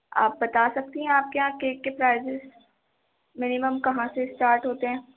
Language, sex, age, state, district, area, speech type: Urdu, female, 18-30, Delhi, East Delhi, urban, conversation